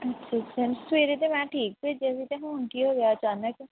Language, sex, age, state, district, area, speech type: Punjabi, female, 18-30, Punjab, Pathankot, rural, conversation